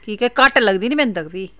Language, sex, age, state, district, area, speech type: Dogri, female, 45-60, Jammu and Kashmir, Udhampur, rural, spontaneous